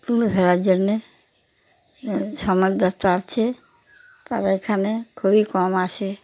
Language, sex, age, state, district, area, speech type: Bengali, female, 60+, West Bengal, Darjeeling, rural, spontaneous